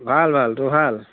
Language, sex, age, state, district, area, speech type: Assamese, male, 30-45, Assam, Majuli, urban, conversation